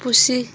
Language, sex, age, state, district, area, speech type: Santali, female, 18-30, West Bengal, Birbhum, rural, read